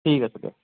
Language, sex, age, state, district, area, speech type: Assamese, male, 30-45, Assam, Kamrup Metropolitan, rural, conversation